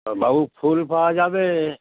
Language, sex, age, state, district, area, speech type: Bengali, male, 60+, West Bengal, Hooghly, rural, conversation